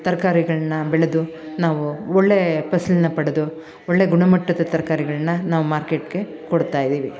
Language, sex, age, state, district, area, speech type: Kannada, female, 45-60, Karnataka, Bangalore Rural, rural, spontaneous